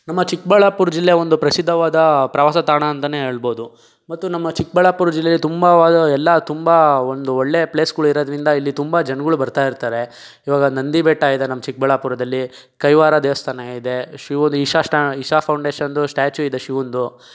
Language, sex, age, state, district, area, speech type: Kannada, male, 18-30, Karnataka, Chikkaballapur, rural, spontaneous